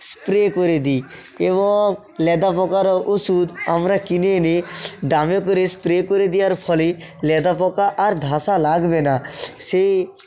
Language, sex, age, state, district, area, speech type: Bengali, male, 45-60, West Bengal, South 24 Parganas, rural, spontaneous